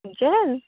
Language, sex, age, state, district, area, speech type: Manipuri, female, 30-45, Manipur, Chandel, rural, conversation